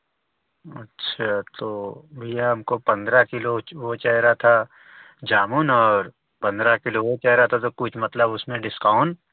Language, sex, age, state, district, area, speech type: Hindi, male, 18-30, Uttar Pradesh, Varanasi, rural, conversation